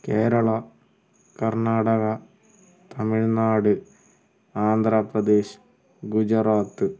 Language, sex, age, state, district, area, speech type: Malayalam, male, 45-60, Kerala, Wayanad, rural, spontaneous